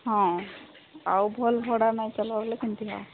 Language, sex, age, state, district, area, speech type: Odia, female, 30-45, Odisha, Sambalpur, rural, conversation